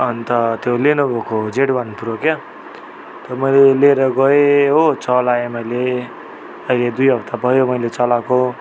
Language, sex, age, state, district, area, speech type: Nepali, male, 30-45, West Bengal, Darjeeling, rural, spontaneous